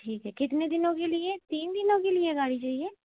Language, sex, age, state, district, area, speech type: Hindi, female, 18-30, Madhya Pradesh, Gwalior, rural, conversation